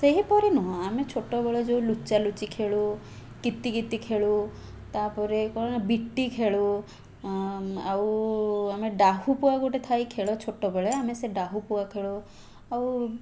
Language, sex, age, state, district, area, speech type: Odia, female, 30-45, Odisha, Puri, urban, spontaneous